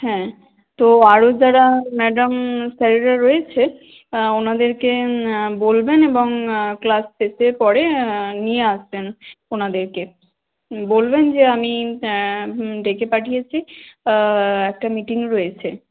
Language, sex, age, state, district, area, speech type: Bengali, female, 18-30, West Bengal, Hooghly, urban, conversation